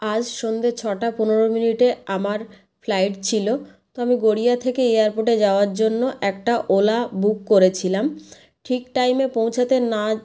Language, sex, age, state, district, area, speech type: Bengali, female, 30-45, West Bengal, South 24 Parganas, rural, spontaneous